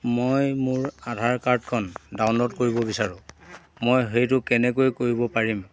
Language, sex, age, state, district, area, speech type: Assamese, male, 45-60, Assam, Dhemaji, urban, read